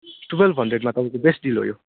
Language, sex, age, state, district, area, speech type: Nepali, male, 18-30, West Bengal, Darjeeling, rural, conversation